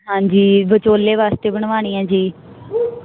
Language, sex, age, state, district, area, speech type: Punjabi, female, 18-30, Punjab, Muktsar, urban, conversation